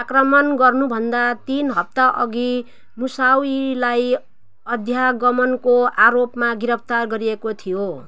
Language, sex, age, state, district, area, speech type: Nepali, female, 45-60, West Bengal, Jalpaiguri, urban, read